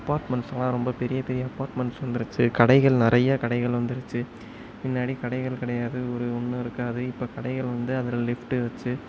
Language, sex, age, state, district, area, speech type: Tamil, male, 18-30, Tamil Nadu, Sivaganga, rural, spontaneous